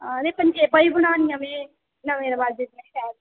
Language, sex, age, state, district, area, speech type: Dogri, female, 18-30, Jammu and Kashmir, Reasi, rural, conversation